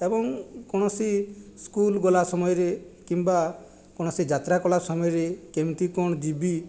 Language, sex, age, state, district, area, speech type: Odia, male, 45-60, Odisha, Jajpur, rural, spontaneous